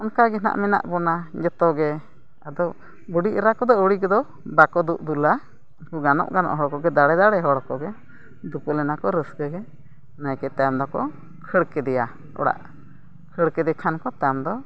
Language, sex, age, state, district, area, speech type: Santali, female, 60+, Odisha, Mayurbhanj, rural, spontaneous